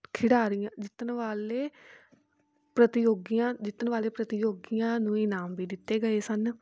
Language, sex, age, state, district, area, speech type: Punjabi, female, 18-30, Punjab, Fatehgarh Sahib, rural, spontaneous